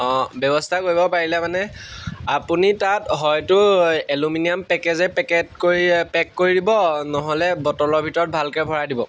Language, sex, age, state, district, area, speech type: Assamese, male, 18-30, Assam, Jorhat, urban, spontaneous